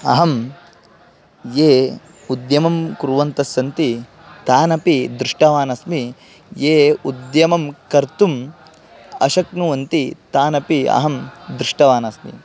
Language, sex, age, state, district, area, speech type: Sanskrit, male, 18-30, Karnataka, Bangalore Rural, rural, spontaneous